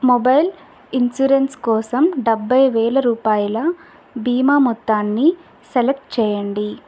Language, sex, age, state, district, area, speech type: Telugu, female, 18-30, Andhra Pradesh, Visakhapatnam, rural, read